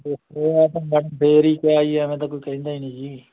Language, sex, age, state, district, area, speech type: Punjabi, male, 45-60, Punjab, Muktsar, urban, conversation